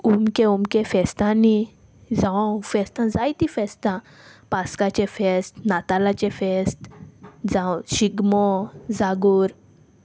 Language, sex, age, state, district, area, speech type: Goan Konkani, female, 18-30, Goa, Salcete, rural, spontaneous